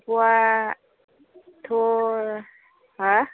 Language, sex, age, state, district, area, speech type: Bodo, female, 30-45, Assam, Kokrajhar, rural, conversation